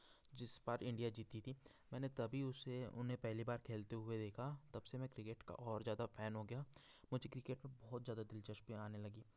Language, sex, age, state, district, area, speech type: Hindi, male, 30-45, Madhya Pradesh, Betul, rural, spontaneous